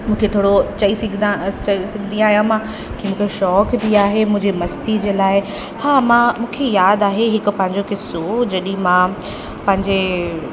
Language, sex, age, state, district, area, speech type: Sindhi, female, 18-30, Uttar Pradesh, Lucknow, rural, spontaneous